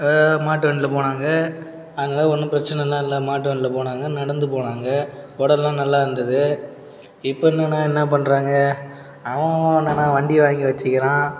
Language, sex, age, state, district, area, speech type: Tamil, male, 30-45, Tamil Nadu, Cuddalore, rural, spontaneous